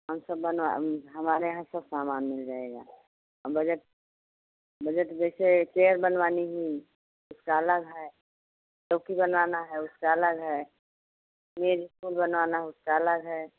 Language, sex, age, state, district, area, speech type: Hindi, female, 60+, Uttar Pradesh, Ayodhya, rural, conversation